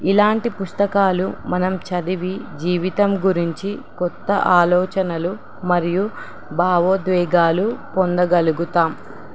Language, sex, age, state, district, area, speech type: Telugu, female, 18-30, Telangana, Nizamabad, urban, spontaneous